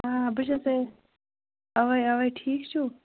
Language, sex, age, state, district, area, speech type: Kashmiri, female, 18-30, Jammu and Kashmir, Kupwara, rural, conversation